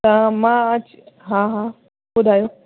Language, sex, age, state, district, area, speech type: Sindhi, female, 30-45, Delhi, South Delhi, urban, conversation